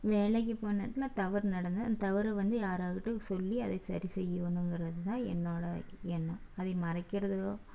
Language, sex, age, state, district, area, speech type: Tamil, female, 60+, Tamil Nadu, Erode, urban, spontaneous